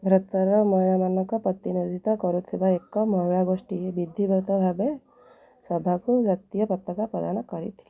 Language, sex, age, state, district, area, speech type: Odia, female, 30-45, Odisha, Kendrapara, urban, read